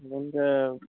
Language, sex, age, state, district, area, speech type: Assamese, male, 18-30, Assam, Charaideo, rural, conversation